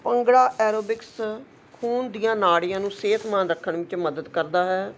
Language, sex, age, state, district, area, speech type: Punjabi, female, 60+, Punjab, Ludhiana, urban, spontaneous